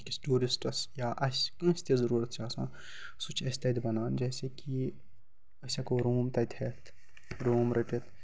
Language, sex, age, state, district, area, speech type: Kashmiri, male, 18-30, Jammu and Kashmir, Baramulla, rural, spontaneous